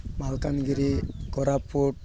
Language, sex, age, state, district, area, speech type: Odia, male, 18-30, Odisha, Malkangiri, urban, spontaneous